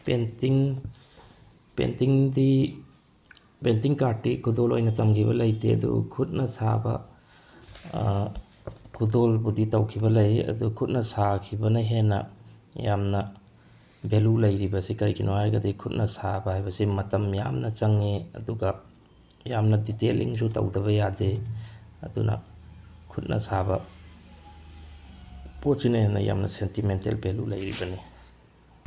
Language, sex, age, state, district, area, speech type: Manipuri, male, 45-60, Manipur, Tengnoupal, rural, spontaneous